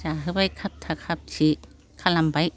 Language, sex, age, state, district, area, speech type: Bodo, female, 60+, Assam, Chirang, rural, spontaneous